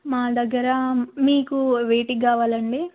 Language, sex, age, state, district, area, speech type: Telugu, female, 18-30, Telangana, Jayashankar, urban, conversation